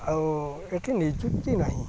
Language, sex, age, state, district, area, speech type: Odia, male, 30-45, Odisha, Jagatsinghpur, urban, spontaneous